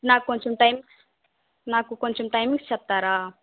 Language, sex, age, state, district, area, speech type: Telugu, female, 18-30, Andhra Pradesh, Kadapa, rural, conversation